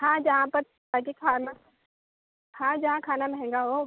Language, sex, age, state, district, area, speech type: Hindi, female, 30-45, Madhya Pradesh, Betul, rural, conversation